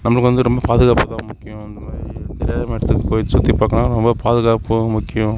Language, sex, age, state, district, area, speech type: Tamil, male, 45-60, Tamil Nadu, Sivaganga, rural, spontaneous